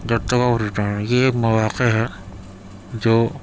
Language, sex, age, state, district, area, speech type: Urdu, male, 18-30, Delhi, Central Delhi, urban, spontaneous